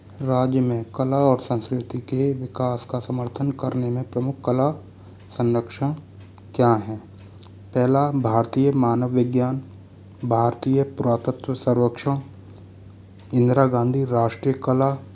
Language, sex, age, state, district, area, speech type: Hindi, male, 60+, Rajasthan, Jaipur, urban, spontaneous